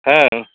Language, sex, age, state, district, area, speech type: Odia, male, 30-45, Odisha, Nayagarh, rural, conversation